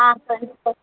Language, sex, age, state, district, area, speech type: Tamil, female, 30-45, Tamil Nadu, Cuddalore, urban, conversation